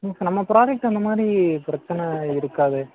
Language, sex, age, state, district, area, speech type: Tamil, male, 18-30, Tamil Nadu, Madurai, rural, conversation